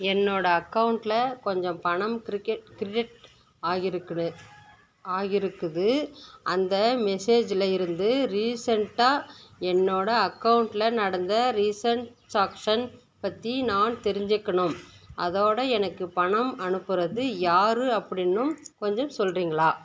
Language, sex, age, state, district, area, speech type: Tamil, female, 30-45, Tamil Nadu, Tirupattur, rural, read